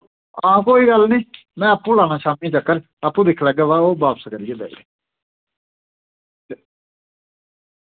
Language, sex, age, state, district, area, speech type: Dogri, male, 30-45, Jammu and Kashmir, Udhampur, rural, conversation